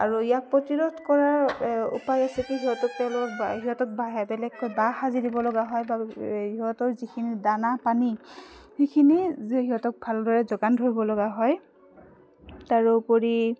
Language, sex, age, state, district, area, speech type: Assamese, female, 30-45, Assam, Udalguri, urban, spontaneous